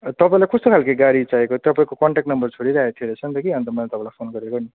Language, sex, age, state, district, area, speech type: Nepali, male, 30-45, West Bengal, Kalimpong, rural, conversation